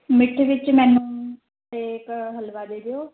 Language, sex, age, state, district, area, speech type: Punjabi, female, 18-30, Punjab, Shaheed Bhagat Singh Nagar, urban, conversation